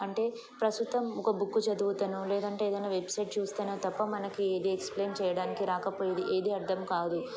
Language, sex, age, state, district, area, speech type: Telugu, female, 30-45, Telangana, Ranga Reddy, urban, spontaneous